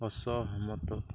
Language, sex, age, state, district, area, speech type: Odia, male, 18-30, Odisha, Nuapada, urban, read